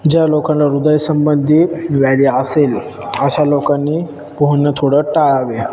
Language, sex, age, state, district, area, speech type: Marathi, male, 18-30, Maharashtra, Ahmednagar, urban, spontaneous